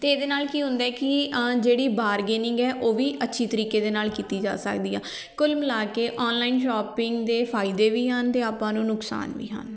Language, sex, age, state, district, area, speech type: Punjabi, female, 18-30, Punjab, Fatehgarh Sahib, rural, spontaneous